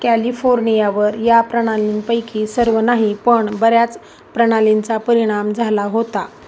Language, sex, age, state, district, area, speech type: Marathi, female, 30-45, Maharashtra, Osmanabad, rural, read